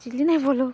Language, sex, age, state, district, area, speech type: Santali, female, 30-45, West Bengal, Paschim Bardhaman, rural, spontaneous